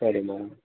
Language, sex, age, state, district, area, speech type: Tamil, male, 18-30, Tamil Nadu, Vellore, rural, conversation